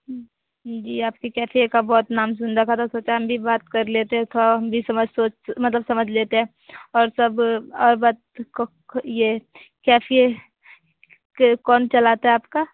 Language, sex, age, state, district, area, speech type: Hindi, female, 18-30, Bihar, Vaishali, rural, conversation